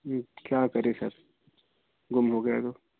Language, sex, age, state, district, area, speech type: Hindi, male, 18-30, Uttar Pradesh, Jaunpur, urban, conversation